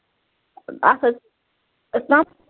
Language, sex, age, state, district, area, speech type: Kashmiri, female, 30-45, Jammu and Kashmir, Bandipora, rural, conversation